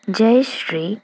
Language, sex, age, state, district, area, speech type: Kannada, female, 30-45, Karnataka, Shimoga, rural, spontaneous